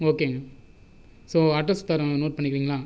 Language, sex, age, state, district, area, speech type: Tamil, male, 30-45, Tamil Nadu, Viluppuram, rural, spontaneous